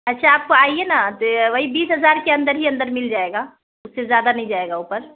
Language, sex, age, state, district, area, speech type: Urdu, female, 30-45, Bihar, Araria, rural, conversation